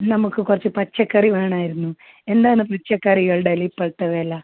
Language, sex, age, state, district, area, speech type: Malayalam, female, 45-60, Kerala, Kasaragod, rural, conversation